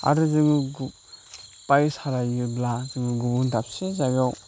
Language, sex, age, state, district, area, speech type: Bodo, male, 30-45, Assam, Chirang, urban, spontaneous